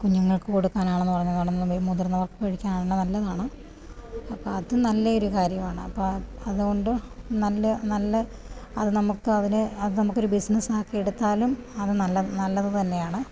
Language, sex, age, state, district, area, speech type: Malayalam, female, 30-45, Kerala, Pathanamthitta, rural, spontaneous